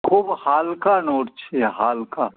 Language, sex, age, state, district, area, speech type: Bengali, male, 60+, West Bengal, Dakshin Dinajpur, rural, conversation